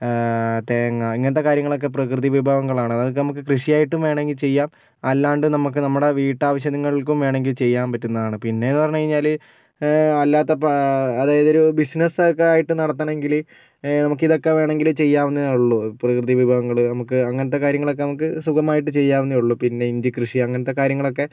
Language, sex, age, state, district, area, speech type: Malayalam, male, 18-30, Kerala, Kozhikode, rural, spontaneous